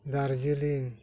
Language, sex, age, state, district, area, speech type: Santali, male, 60+, West Bengal, Dakshin Dinajpur, rural, spontaneous